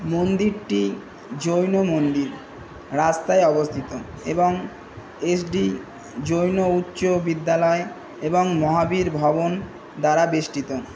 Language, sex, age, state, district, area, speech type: Bengali, male, 18-30, West Bengal, Kolkata, urban, read